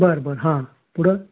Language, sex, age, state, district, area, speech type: Marathi, male, 60+, Maharashtra, Osmanabad, rural, conversation